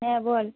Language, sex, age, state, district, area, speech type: Bengali, female, 30-45, West Bengal, North 24 Parganas, urban, conversation